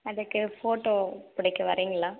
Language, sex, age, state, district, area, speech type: Tamil, female, 18-30, Tamil Nadu, Dharmapuri, rural, conversation